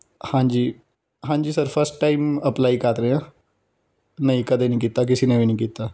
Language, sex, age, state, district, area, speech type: Punjabi, male, 18-30, Punjab, Fazilka, rural, spontaneous